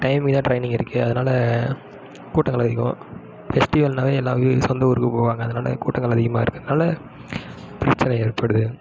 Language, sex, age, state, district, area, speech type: Tamil, male, 18-30, Tamil Nadu, Kallakurichi, rural, spontaneous